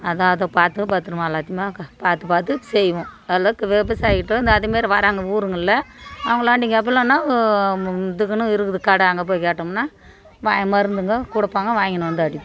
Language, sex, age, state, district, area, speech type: Tamil, female, 45-60, Tamil Nadu, Tiruvannamalai, rural, spontaneous